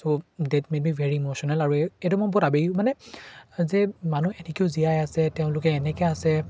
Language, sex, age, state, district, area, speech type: Assamese, male, 18-30, Assam, Charaideo, urban, spontaneous